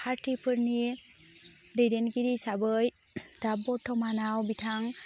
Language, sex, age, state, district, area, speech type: Bodo, female, 18-30, Assam, Baksa, rural, spontaneous